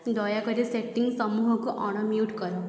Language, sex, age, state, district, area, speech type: Odia, female, 18-30, Odisha, Puri, urban, read